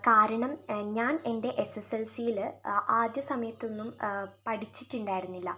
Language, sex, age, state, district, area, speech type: Malayalam, female, 18-30, Kerala, Wayanad, rural, spontaneous